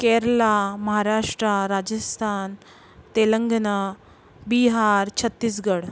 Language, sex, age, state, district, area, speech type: Marathi, female, 45-60, Maharashtra, Yavatmal, urban, spontaneous